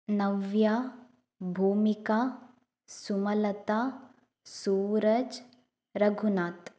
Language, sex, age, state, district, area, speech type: Kannada, female, 18-30, Karnataka, Udupi, rural, spontaneous